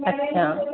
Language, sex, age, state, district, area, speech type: Hindi, female, 18-30, Rajasthan, Jaipur, urban, conversation